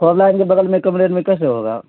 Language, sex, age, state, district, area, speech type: Urdu, male, 18-30, Bihar, Araria, rural, conversation